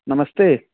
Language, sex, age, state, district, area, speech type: Hindi, male, 30-45, Uttar Pradesh, Bhadohi, urban, conversation